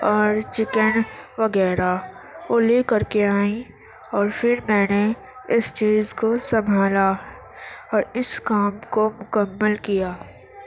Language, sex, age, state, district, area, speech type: Urdu, female, 18-30, Uttar Pradesh, Gautam Buddha Nagar, rural, spontaneous